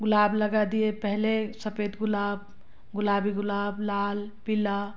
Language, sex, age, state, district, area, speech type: Hindi, female, 30-45, Madhya Pradesh, Betul, rural, spontaneous